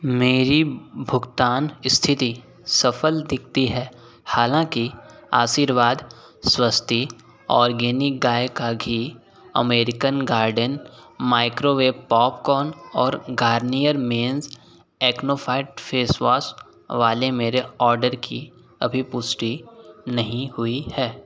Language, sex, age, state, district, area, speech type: Hindi, male, 18-30, Uttar Pradesh, Sonbhadra, rural, read